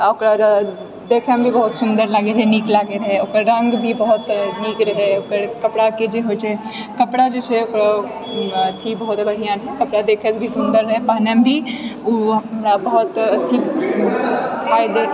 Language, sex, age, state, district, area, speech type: Maithili, female, 30-45, Bihar, Purnia, urban, spontaneous